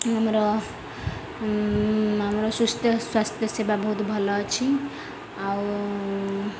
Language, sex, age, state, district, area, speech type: Odia, female, 30-45, Odisha, Sundergarh, urban, spontaneous